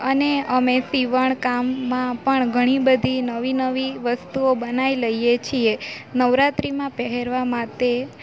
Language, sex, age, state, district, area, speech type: Gujarati, female, 18-30, Gujarat, Valsad, rural, spontaneous